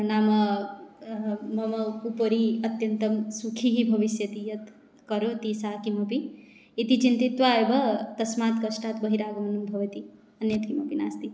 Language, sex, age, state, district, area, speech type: Sanskrit, female, 18-30, Odisha, Jagatsinghpur, urban, spontaneous